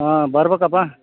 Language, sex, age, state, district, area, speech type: Kannada, male, 45-60, Karnataka, Bellary, rural, conversation